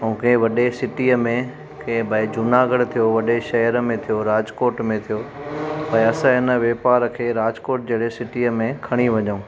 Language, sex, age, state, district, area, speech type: Sindhi, male, 30-45, Gujarat, Junagadh, rural, spontaneous